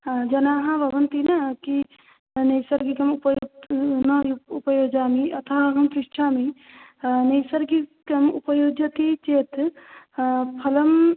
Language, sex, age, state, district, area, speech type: Sanskrit, female, 18-30, Assam, Biswanath, rural, conversation